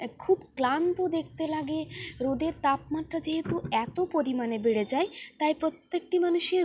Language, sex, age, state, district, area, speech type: Bengali, female, 45-60, West Bengal, Purulia, urban, spontaneous